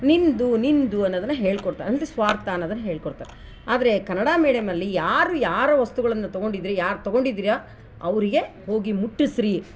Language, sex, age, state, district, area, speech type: Kannada, female, 45-60, Karnataka, Vijayanagara, rural, spontaneous